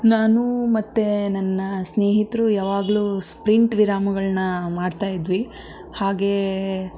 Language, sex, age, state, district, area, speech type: Kannada, female, 18-30, Karnataka, Davanagere, urban, spontaneous